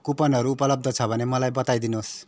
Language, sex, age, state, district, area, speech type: Nepali, male, 30-45, West Bengal, Kalimpong, rural, spontaneous